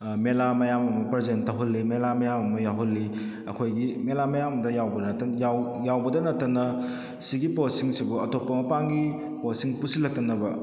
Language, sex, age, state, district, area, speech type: Manipuri, male, 30-45, Manipur, Kakching, rural, spontaneous